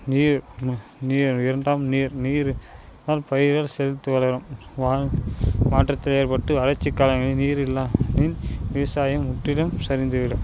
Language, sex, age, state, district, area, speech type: Tamil, male, 18-30, Tamil Nadu, Dharmapuri, urban, spontaneous